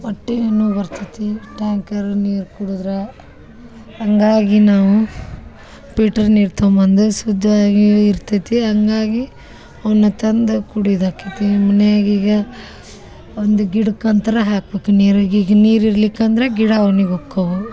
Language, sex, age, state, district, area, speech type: Kannada, female, 30-45, Karnataka, Dharwad, urban, spontaneous